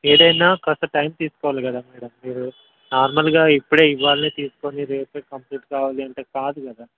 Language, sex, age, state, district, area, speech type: Telugu, male, 18-30, Telangana, Mulugu, rural, conversation